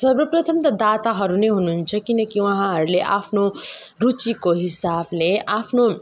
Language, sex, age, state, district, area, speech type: Nepali, female, 30-45, West Bengal, Darjeeling, rural, spontaneous